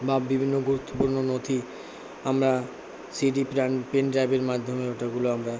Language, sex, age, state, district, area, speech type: Bengali, male, 60+, West Bengal, Purba Bardhaman, rural, spontaneous